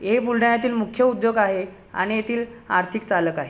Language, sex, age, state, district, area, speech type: Marathi, male, 18-30, Maharashtra, Buldhana, urban, spontaneous